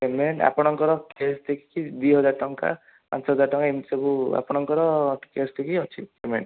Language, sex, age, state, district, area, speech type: Odia, male, 18-30, Odisha, Puri, urban, conversation